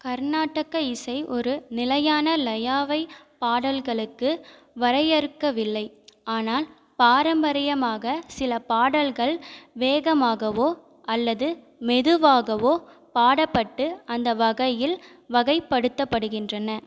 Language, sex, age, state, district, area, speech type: Tamil, female, 18-30, Tamil Nadu, Viluppuram, urban, read